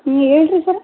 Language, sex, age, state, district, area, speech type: Kannada, female, 30-45, Karnataka, Koppal, urban, conversation